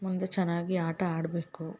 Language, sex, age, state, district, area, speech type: Kannada, female, 18-30, Karnataka, Hassan, urban, spontaneous